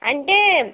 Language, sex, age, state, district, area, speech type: Telugu, female, 18-30, Telangana, Mancherial, rural, conversation